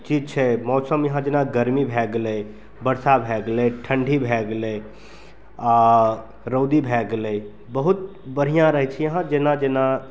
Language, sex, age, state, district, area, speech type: Maithili, male, 30-45, Bihar, Begusarai, urban, spontaneous